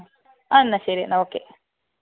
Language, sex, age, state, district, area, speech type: Malayalam, female, 18-30, Kerala, Pathanamthitta, rural, conversation